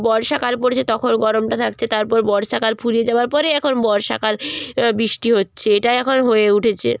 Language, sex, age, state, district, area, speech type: Bengali, female, 18-30, West Bengal, Jalpaiguri, rural, spontaneous